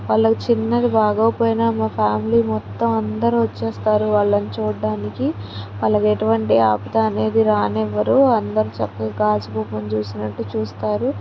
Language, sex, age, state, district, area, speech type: Telugu, female, 30-45, Andhra Pradesh, Palnadu, rural, spontaneous